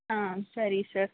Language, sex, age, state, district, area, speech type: Kannada, female, 18-30, Karnataka, Tumkur, urban, conversation